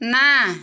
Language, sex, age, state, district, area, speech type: Odia, female, 60+, Odisha, Kandhamal, rural, read